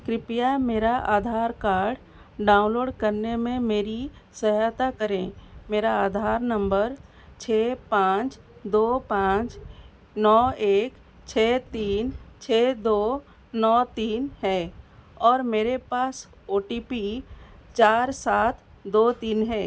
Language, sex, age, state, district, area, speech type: Hindi, female, 45-60, Madhya Pradesh, Seoni, rural, read